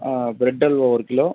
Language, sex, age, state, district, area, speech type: Tamil, male, 30-45, Tamil Nadu, Viluppuram, rural, conversation